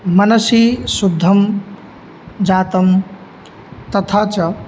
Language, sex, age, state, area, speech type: Sanskrit, male, 18-30, Uttar Pradesh, rural, spontaneous